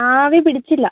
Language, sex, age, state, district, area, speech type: Malayalam, female, 18-30, Kerala, Wayanad, rural, conversation